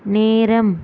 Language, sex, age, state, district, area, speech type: Tamil, female, 30-45, Tamil Nadu, Erode, rural, read